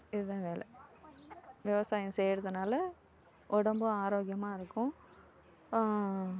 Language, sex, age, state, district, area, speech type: Tamil, female, 45-60, Tamil Nadu, Kallakurichi, urban, spontaneous